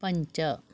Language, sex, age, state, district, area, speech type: Sanskrit, female, 60+, Karnataka, Uttara Kannada, urban, read